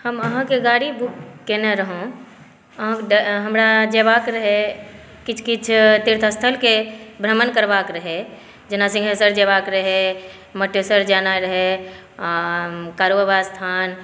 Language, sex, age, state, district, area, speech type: Maithili, female, 45-60, Bihar, Saharsa, urban, spontaneous